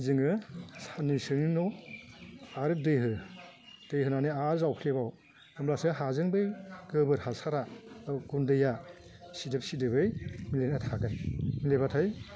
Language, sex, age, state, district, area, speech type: Bodo, male, 60+, Assam, Baksa, rural, spontaneous